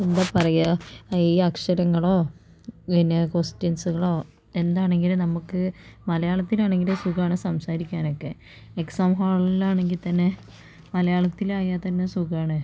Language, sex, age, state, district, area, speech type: Malayalam, female, 30-45, Kerala, Kozhikode, urban, spontaneous